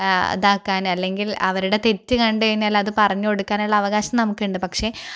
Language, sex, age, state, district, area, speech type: Malayalam, female, 18-30, Kerala, Malappuram, rural, spontaneous